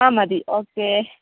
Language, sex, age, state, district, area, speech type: Malayalam, female, 18-30, Kerala, Idukki, rural, conversation